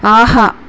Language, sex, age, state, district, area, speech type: Tamil, female, 30-45, Tamil Nadu, Chennai, urban, read